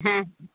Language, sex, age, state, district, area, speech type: Bengali, female, 45-60, West Bengal, Darjeeling, urban, conversation